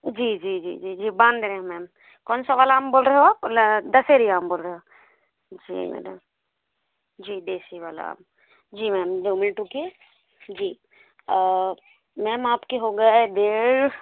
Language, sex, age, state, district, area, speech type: Hindi, female, 30-45, Madhya Pradesh, Balaghat, rural, conversation